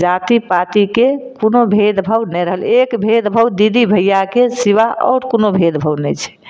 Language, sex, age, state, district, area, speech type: Maithili, female, 45-60, Bihar, Madhepura, rural, spontaneous